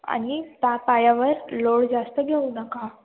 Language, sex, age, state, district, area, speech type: Marathi, female, 18-30, Maharashtra, Ratnagiri, rural, conversation